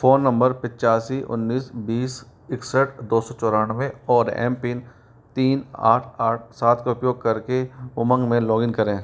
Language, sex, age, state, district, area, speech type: Hindi, male, 18-30, Rajasthan, Jaipur, urban, read